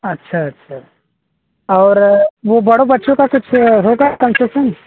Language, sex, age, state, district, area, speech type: Hindi, male, 18-30, Uttar Pradesh, Azamgarh, rural, conversation